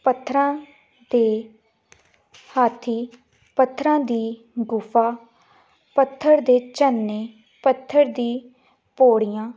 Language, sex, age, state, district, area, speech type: Punjabi, female, 18-30, Punjab, Gurdaspur, urban, spontaneous